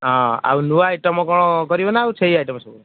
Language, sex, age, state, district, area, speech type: Odia, male, 30-45, Odisha, Kendujhar, urban, conversation